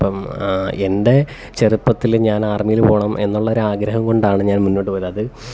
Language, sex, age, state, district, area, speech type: Malayalam, male, 30-45, Kerala, Kollam, rural, spontaneous